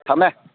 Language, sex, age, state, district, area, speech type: Manipuri, male, 30-45, Manipur, Ukhrul, rural, conversation